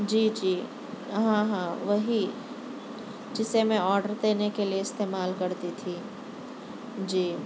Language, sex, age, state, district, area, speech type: Urdu, female, 18-30, Telangana, Hyderabad, urban, spontaneous